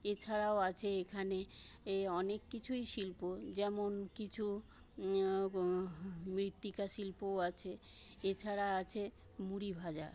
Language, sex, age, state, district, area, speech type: Bengali, female, 60+, West Bengal, Paschim Medinipur, urban, spontaneous